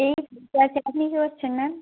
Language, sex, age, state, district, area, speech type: Bengali, female, 18-30, West Bengal, Birbhum, urban, conversation